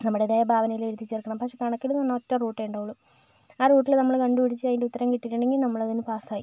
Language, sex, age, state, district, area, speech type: Malayalam, female, 30-45, Kerala, Kozhikode, urban, spontaneous